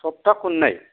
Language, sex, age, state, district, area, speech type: Bodo, male, 45-60, Assam, Kokrajhar, rural, conversation